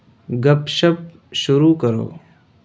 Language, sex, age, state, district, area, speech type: Urdu, male, 18-30, Bihar, Purnia, rural, read